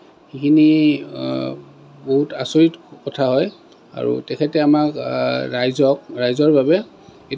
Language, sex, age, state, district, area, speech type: Assamese, male, 30-45, Assam, Kamrup Metropolitan, urban, spontaneous